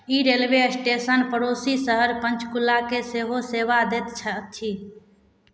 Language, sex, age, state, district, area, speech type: Maithili, female, 18-30, Bihar, Samastipur, urban, read